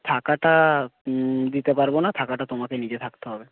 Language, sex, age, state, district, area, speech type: Bengali, male, 18-30, West Bengal, South 24 Parganas, rural, conversation